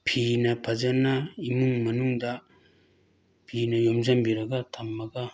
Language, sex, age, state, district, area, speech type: Manipuri, male, 45-60, Manipur, Bishnupur, rural, spontaneous